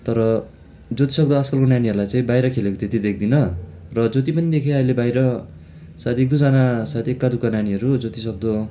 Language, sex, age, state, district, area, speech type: Nepali, male, 18-30, West Bengal, Darjeeling, rural, spontaneous